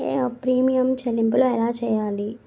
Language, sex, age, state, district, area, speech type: Telugu, female, 18-30, Telangana, Sangareddy, urban, spontaneous